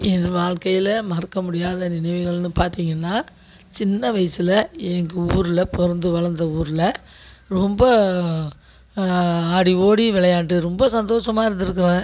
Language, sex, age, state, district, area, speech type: Tamil, female, 60+, Tamil Nadu, Tiruchirappalli, rural, spontaneous